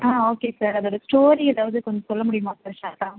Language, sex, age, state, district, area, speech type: Tamil, female, 30-45, Tamil Nadu, Ariyalur, rural, conversation